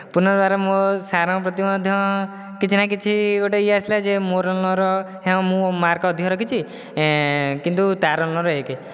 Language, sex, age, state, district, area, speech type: Odia, male, 18-30, Odisha, Dhenkanal, rural, spontaneous